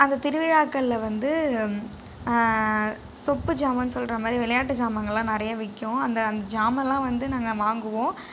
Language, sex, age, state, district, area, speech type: Tamil, female, 18-30, Tamil Nadu, Nagapattinam, rural, spontaneous